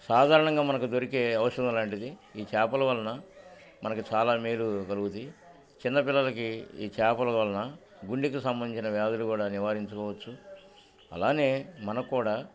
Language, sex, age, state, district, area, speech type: Telugu, male, 60+, Andhra Pradesh, Guntur, urban, spontaneous